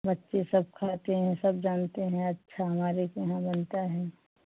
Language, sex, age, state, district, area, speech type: Hindi, female, 45-60, Uttar Pradesh, Pratapgarh, rural, conversation